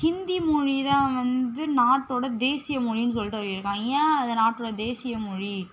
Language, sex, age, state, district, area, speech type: Tamil, female, 18-30, Tamil Nadu, Chennai, urban, spontaneous